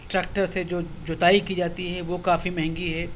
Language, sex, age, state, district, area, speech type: Urdu, male, 30-45, Delhi, South Delhi, urban, spontaneous